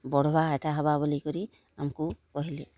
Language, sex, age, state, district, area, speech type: Odia, female, 45-60, Odisha, Kalahandi, rural, spontaneous